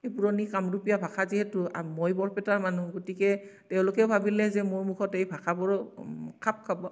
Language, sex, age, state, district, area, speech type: Assamese, female, 45-60, Assam, Barpeta, rural, spontaneous